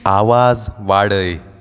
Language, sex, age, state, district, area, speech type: Goan Konkani, male, 18-30, Goa, Salcete, rural, read